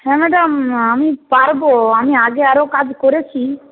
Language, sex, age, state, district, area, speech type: Bengali, female, 30-45, West Bengal, Paschim Medinipur, rural, conversation